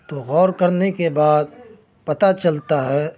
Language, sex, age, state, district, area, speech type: Urdu, male, 30-45, Uttar Pradesh, Ghaziabad, urban, spontaneous